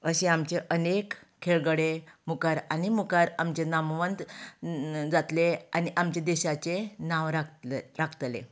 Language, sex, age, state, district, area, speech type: Goan Konkani, female, 45-60, Goa, Canacona, rural, spontaneous